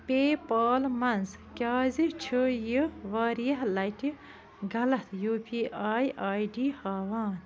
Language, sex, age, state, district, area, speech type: Kashmiri, female, 45-60, Jammu and Kashmir, Bandipora, rural, read